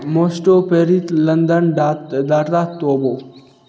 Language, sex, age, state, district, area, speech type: Maithili, male, 18-30, Bihar, Begusarai, rural, spontaneous